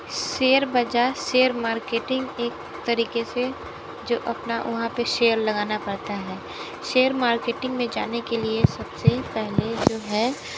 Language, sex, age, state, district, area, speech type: Hindi, female, 18-30, Uttar Pradesh, Sonbhadra, rural, spontaneous